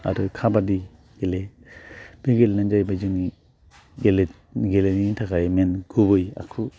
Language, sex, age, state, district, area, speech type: Bodo, male, 45-60, Assam, Chirang, urban, spontaneous